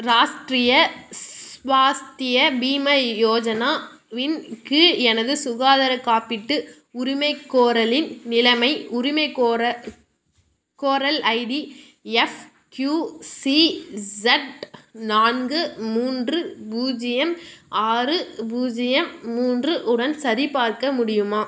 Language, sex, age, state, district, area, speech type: Tamil, female, 18-30, Tamil Nadu, Vellore, urban, read